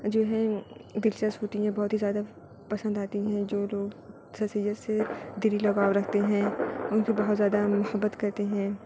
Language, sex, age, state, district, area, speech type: Urdu, female, 45-60, Uttar Pradesh, Aligarh, rural, spontaneous